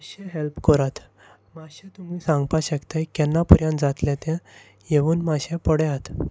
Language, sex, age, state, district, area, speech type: Goan Konkani, male, 18-30, Goa, Salcete, rural, spontaneous